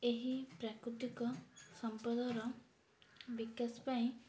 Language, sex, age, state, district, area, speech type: Odia, female, 18-30, Odisha, Ganjam, urban, spontaneous